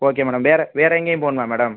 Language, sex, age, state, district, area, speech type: Tamil, male, 30-45, Tamil Nadu, Pudukkottai, rural, conversation